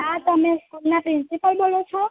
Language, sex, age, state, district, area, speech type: Gujarati, female, 18-30, Gujarat, Valsad, rural, conversation